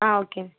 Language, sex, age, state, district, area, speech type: Tamil, female, 18-30, Tamil Nadu, Mayiladuthurai, urban, conversation